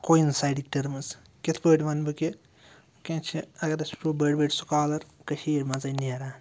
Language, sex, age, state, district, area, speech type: Kashmiri, male, 30-45, Jammu and Kashmir, Srinagar, urban, spontaneous